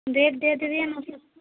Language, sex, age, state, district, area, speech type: Urdu, female, 18-30, Bihar, Khagaria, rural, conversation